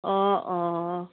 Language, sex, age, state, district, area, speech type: Assamese, female, 45-60, Assam, Dibrugarh, rural, conversation